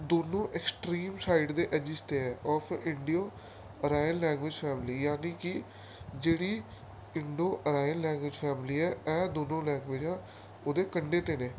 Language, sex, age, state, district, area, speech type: Punjabi, male, 18-30, Punjab, Gurdaspur, urban, spontaneous